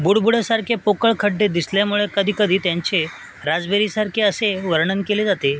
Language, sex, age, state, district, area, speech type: Marathi, male, 30-45, Maharashtra, Mumbai Suburban, urban, read